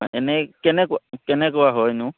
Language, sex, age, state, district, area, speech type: Assamese, male, 30-45, Assam, Barpeta, rural, conversation